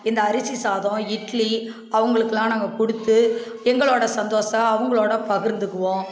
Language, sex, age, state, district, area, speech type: Tamil, female, 45-60, Tamil Nadu, Kallakurichi, rural, spontaneous